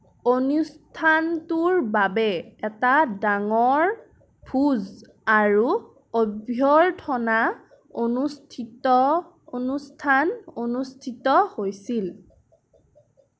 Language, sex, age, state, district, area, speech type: Assamese, female, 18-30, Assam, Kamrup Metropolitan, urban, read